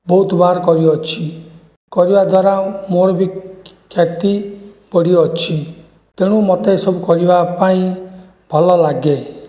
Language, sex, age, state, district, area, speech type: Odia, male, 60+, Odisha, Jajpur, rural, spontaneous